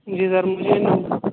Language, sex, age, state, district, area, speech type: Urdu, male, 18-30, Delhi, Central Delhi, urban, conversation